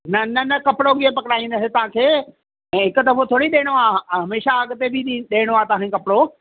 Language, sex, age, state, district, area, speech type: Sindhi, male, 60+, Delhi, South Delhi, urban, conversation